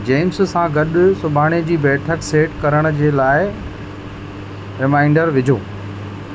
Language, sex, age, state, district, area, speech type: Sindhi, male, 30-45, Madhya Pradesh, Katni, urban, read